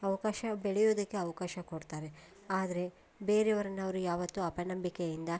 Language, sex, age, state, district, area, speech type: Kannada, female, 30-45, Karnataka, Koppal, urban, spontaneous